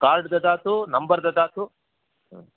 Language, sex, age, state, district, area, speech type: Sanskrit, male, 60+, Karnataka, Bangalore Urban, urban, conversation